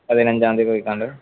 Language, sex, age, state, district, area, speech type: Malayalam, male, 18-30, Kerala, Malappuram, rural, conversation